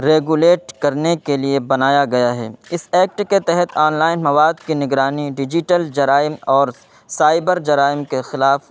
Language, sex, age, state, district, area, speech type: Urdu, male, 18-30, Uttar Pradesh, Saharanpur, urban, spontaneous